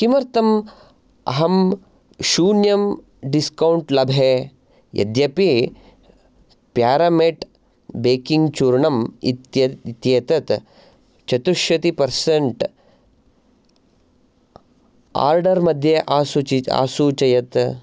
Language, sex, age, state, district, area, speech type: Sanskrit, male, 30-45, Karnataka, Chikkamagaluru, urban, read